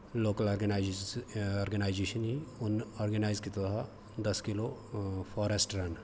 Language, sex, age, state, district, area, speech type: Dogri, male, 30-45, Jammu and Kashmir, Kathua, rural, spontaneous